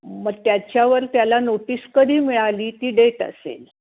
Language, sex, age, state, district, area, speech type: Marathi, female, 60+, Maharashtra, Ahmednagar, urban, conversation